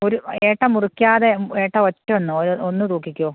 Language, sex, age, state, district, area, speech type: Malayalam, female, 30-45, Kerala, Kozhikode, urban, conversation